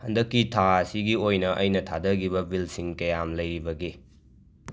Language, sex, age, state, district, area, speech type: Manipuri, male, 30-45, Manipur, Imphal West, urban, read